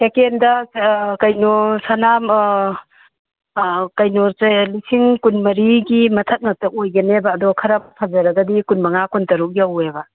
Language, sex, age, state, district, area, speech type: Manipuri, female, 60+, Manipur, Imphal East, rural, conversation